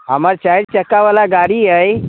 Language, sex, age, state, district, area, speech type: Maithili, male, 60+, Bihar, Sitamarhi, rural, conversation